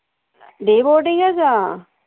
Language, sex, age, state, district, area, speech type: Punjabi, female, 30-45, Punjab, Mohali, urban, conversation